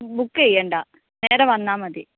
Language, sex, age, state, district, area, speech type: Malayalam, female, 30-45, Kerala, Kozhikode, urban, conversation